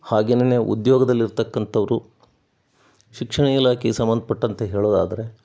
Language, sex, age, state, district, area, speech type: Kannada, male, 60+, Karnataka, Chitradurga, rural, spontaneous